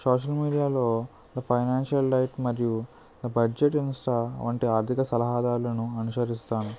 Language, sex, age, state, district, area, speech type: Telugu, male, 30-45, Andhra Pradesh, Eluru, rural, spontaneous